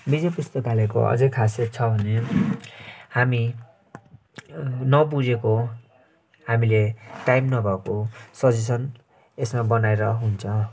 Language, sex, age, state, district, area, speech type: Nepali, male, 18-30, West Bengal, Darjeeling, urban, spontaneous